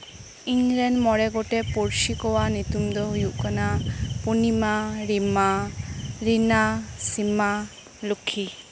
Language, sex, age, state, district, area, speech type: Santali, female, 18-30, West Bengal, Birbhum, rural, spontaneous